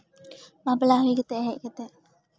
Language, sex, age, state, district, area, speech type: Santali, female, 18-30, West Bengal, Jhargram, rural, spontaneous